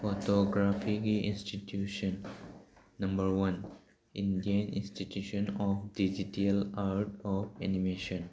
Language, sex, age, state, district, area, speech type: Manipuri, male, 18-30, Manipur, Tengnoupal, rural, spontaneous